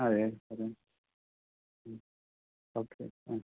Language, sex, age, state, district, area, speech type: Malayalam, male, 18-30, Kerala, Kasaragod, rural, conversation